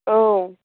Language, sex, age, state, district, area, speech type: Bodo, female, 18-30, Assam, Baksa, rural, conversation